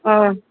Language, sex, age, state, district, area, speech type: Manipuri, female, 45-60, Manipur, Imphal East, rural, conversation